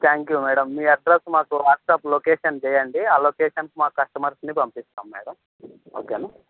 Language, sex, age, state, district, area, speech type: Telugu, male, 30-45, Andhra Pradesh, Anantapur, rural, conversation